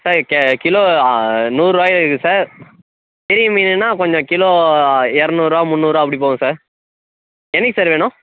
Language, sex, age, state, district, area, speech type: Tamil, male, 18-30, Tamil Nadu, Kallakurichi, urban, conversation